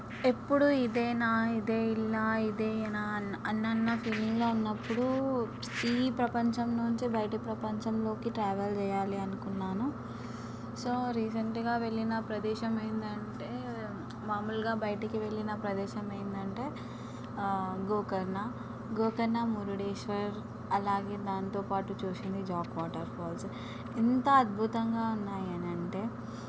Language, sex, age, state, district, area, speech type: Telugu, female, 18-30, Telangana, Vikarabad, urban, spontaneous